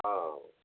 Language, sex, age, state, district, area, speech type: Odia, male, 45-60, Odisha, Koraput, rural, conversation